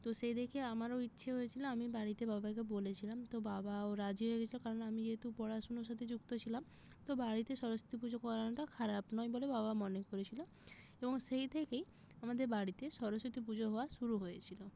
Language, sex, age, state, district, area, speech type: Bengali, female, 30-45, West Bengal, Jalpaiguri, rural, spontaneous